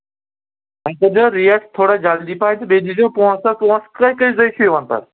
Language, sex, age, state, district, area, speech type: Kashmiri, male, 45-60, Jammu and Kashmir, Kulgam, rural, conversation